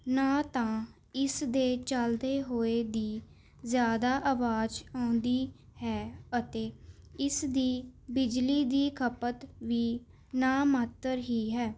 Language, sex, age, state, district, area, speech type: Punjabi, female, 18-30, Punjab, Mohali, urban, spontaneous